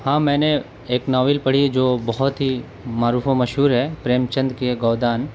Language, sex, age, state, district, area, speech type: Urdu, male, 30-45, Delhi, South Delhi, urban, spontaneous